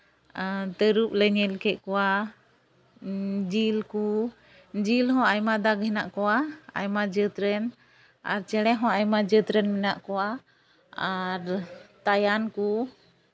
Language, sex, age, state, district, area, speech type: Santali, female, 30-45, West Bengal, Malda, rural, spontaneous